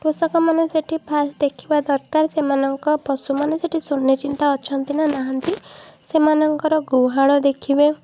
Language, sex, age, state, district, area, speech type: Odia, female, 30-45, Odisha, Puri, urban, spontaneous